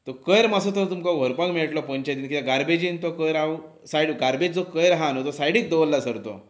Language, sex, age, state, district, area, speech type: Goan Konkani, male, 30-45, Goa, Pernem, rural, spontaneous